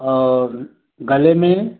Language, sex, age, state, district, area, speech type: Hindi, male, 60+, Uttar Pradesh, Mau, rural, conversation